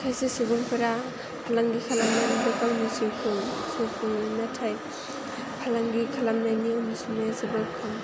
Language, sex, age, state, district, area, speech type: Bodo, female, 18-30, Assam, Chirang, rural, spontaneous